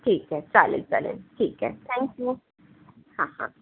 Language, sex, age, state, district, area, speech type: Marathi, female, 60+, Maharashtra, Akola, urban, conversation